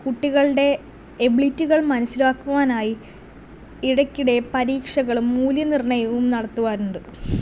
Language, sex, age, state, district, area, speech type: Malayalam, female, 18-30, Kerala, Palakkad, rural, spontaneous